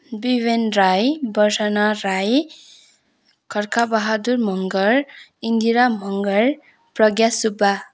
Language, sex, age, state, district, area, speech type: Nepali, female, 18-30, West Bengal, Kalimpong, rural, spontaneous